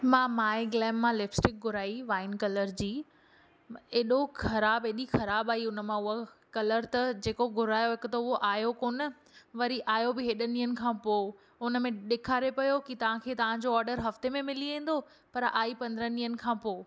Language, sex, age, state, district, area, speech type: Sindhi, female, 18-30, Maharashtra, Thane, urban, spontaneous